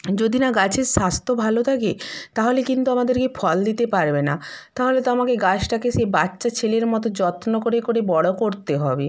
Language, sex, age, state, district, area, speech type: Bengali, female, 60+, West Bengal, Purba Medinipur, rural, spontaneous